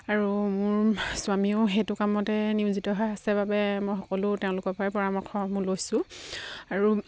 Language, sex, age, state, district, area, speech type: Assamese, female, 18-30, Assam, Sivasagar, rural, spontaneous